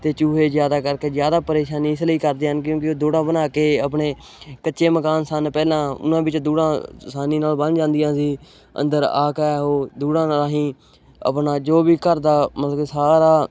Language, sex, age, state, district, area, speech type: Punjabi, male, 18-30, Punjab, Hoshiarpur, rural, spontaneous